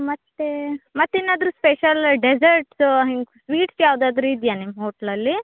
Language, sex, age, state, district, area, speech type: Kannada, female, 30-45, Karnataka, Uttara Kannada, rural, conversation